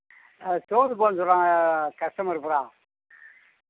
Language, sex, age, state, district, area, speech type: Tamil, male, 45-60, Tamil Nadu, Tiruvannamalai, rural, conversation